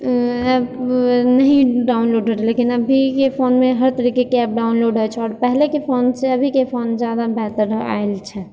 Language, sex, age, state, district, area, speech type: Maithili, female, 30-45, Bihar, Purnia, rural, spontaneous